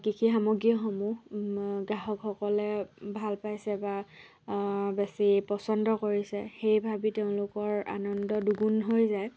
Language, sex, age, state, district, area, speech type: Assamese, female, 45-60, Assam, Dhemaji, rural, spontaneous